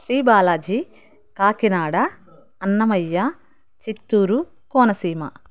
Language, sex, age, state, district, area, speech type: Telugu, female, 30-45, Andhra Pradesh, Nellore, urban, spontaneous